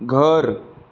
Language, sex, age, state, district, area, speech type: Marathi, male, 18-30, Maharashtra, Sindhudurg, rural, read